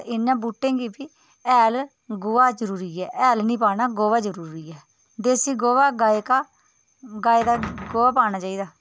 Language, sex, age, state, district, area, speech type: Dogri, female, 30-45, Jammu and Kashmir, Udhampur, rural, spontaneous